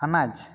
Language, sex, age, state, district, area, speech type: Santali, male, 18-30, West Bengal, Bankura, rural, spontaneous